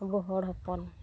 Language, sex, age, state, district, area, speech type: Santali, female, 45-60, West Bengal, Uttar Dinajpur, rural, spontaneous